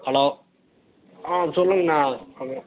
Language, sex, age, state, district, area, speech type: Tamil, male, 45-60, Tamil Nadu, Tiruppur, urban, conversation